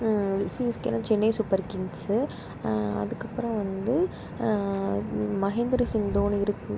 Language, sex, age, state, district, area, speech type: Tamil, female, 30-45, Tamil Nadu, Pudukkottai, rural, spontaneous